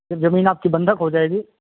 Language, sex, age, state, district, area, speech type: Hindi, male, 45-60, Uttar Pradesh, Sitapur, rural, conversation